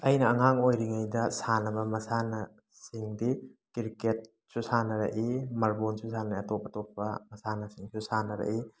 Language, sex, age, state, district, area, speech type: Manipuri, male, 30-45, Manipur, Thoubal, rural, spontaneous